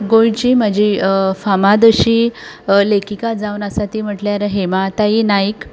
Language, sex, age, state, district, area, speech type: Goan Konkani, female, 30-45, Goa, Tiswadi, rural, spontaneous